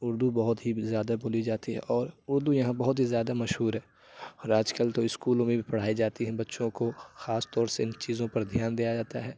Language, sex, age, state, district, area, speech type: Urdu, male, 30-45, Uttar Pradesh, Lucknow, rural, spontaneous